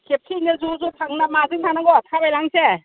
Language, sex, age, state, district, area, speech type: Bodo, female, 60+, Assam, Kokrajhar, rural, conversation